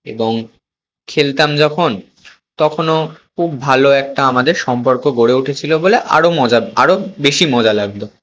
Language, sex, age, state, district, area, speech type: Bengali, male, 18-30, West Bengal, Kolkata, urban, spontaneous